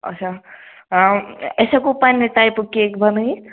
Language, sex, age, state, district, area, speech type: Kashmiri, male, 18-30, Jammu and Kashmir, Ganderbal, rural, conversation